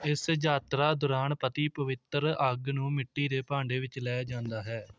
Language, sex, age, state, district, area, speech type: Punjabi, male, 18-30, Punjab, Tarn Taran, rural, read